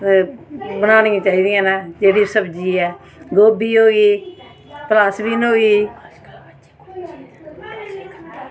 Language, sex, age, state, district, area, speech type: Dogri, female, 45-60, Jammu and Kashmir, Samba, urban, spontaneous